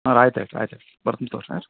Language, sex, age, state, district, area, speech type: Kannada, male, 45-60, Karnataka, Dharwad, rural, conversation